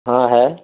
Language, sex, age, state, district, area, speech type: Urdu, male, 18-30, Bihar, Saharsa, rural, conversation